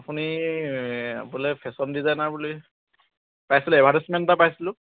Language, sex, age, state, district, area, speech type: Assamese, male, 18-30, Assam, Dibrugarh, urban, conversation